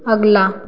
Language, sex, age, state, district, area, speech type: Hindi, female, 18-30, Bihar, Begusarai, urban, read